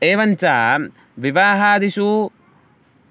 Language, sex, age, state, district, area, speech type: Sanskrit, male, 18-30, Karnataka, Davanagere, rural, spontaneous